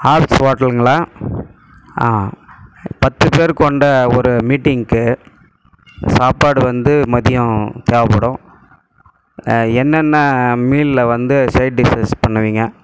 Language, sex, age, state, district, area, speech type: Tamil, male, 45-60, Tamil Nadu, Krishnagiri, rural, spontaneous